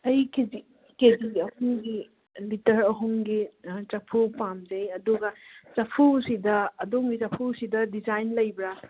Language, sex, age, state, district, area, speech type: Manipuri, female, 45-60, Manipur, Churachandpur, rural, conversation